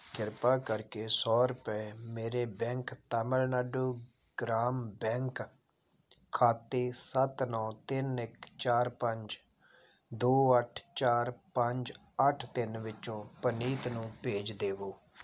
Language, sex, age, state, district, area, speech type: Punjabi, male, 45-60, Punjab, Tarn Taran, rural, read